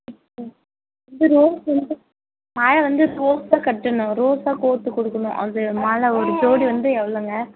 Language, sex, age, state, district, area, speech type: Tamil, female, 18-30, Tamil Nadu, Tirupattur, urban, conversation